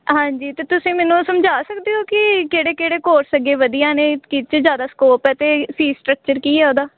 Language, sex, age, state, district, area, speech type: Punjabi, female, 18-30, Punjab, Gurdaspur, urban, conversation